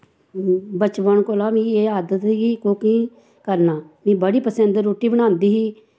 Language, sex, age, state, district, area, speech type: Dogri, female, 45-60, Jammu and Kashmir, Samba, rural, spontaneous